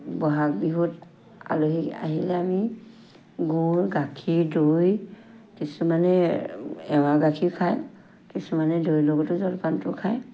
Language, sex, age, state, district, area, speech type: Assamese, female, 60+, Assam, Charaideo, rural, spontaneous